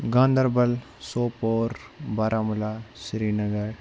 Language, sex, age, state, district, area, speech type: Kashmiri, male, 18-30, Jammu and Kashmir, Ganderbal, rural, spontaneous